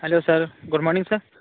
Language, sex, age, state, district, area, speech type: Urdu, male, 18-30, Uttar Pradesh, Saharanpur, urban, conversation